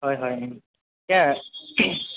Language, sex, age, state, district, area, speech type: Assamese, male, 18-30, Assam, Goalpara, urban, conversation